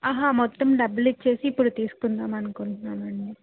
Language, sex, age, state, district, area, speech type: Telugu, female, 30-45, Andhra Pradesh, N T Rama Rao, urban, conversation